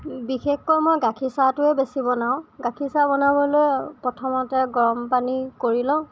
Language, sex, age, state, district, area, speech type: Assamese, female, 18-30, Assam, Lakhimpur, rural, spontaneous